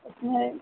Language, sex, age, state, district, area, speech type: Hindi, female, 30-45, Uttar Pradesh, Mau, rural, conversation